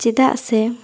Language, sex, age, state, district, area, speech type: Santali, female, 18-30, West Bengal, Bankura, rural, spontaneous